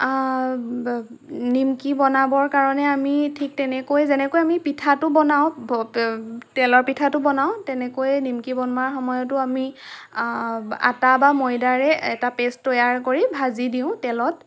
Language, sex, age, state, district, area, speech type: Assamese, female, 18-30, Assam, Lakhimpur, rural, spontaneous